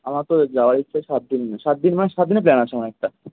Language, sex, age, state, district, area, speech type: Bengali, male, 18-30, West Bengal, Kolkata, urban, conversation